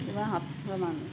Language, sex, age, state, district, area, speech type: Bengali, female, 45-60, West Bengal, Uttar Dinajpur, urban, spontaneous